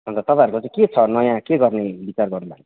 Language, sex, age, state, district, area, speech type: Nepali, male, 30-45, West Bengal, Kalimpong, rural, conversation